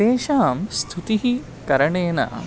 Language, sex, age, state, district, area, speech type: Sanskrit, male, 18-30, Karnataka, Bangalore Rural, rural, spontaneous